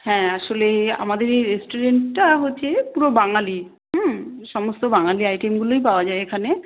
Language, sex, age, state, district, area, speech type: Bengali, female, 30-45, West Bengal, Darjeeling, urban, conversation